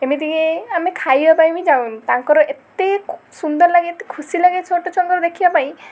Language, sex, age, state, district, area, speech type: Odia, female, 18-30, Odisha, Balasore, rural, spontaneous